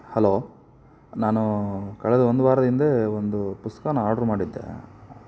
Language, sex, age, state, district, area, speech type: Kannada, male, 30-45, Karnataka, Chikkaballapur, urban, spontaneous